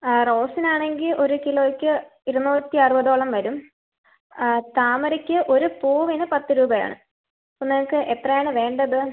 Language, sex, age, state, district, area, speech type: Malayalam, female, 18-30, Kerala, Thiruvananthapuram, urban, conversation